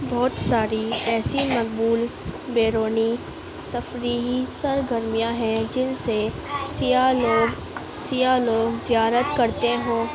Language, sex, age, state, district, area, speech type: Urdu, female, 18-30, Uttar Pradesh, Gautam Buddha Nagar, urban, spontaneous